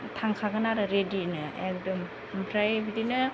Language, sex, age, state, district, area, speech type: Bodo, female, 30-45, Assam, Kokrajhar, rural, spontaneous